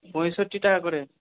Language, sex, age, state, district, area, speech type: Bengali, male, 45-60, West Bengal, Purba Bardhaman, urban, conversation